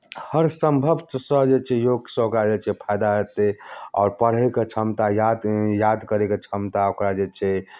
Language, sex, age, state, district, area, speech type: Maithili, male, 30-45, Bihar, Darbhanga, rural, spontaneous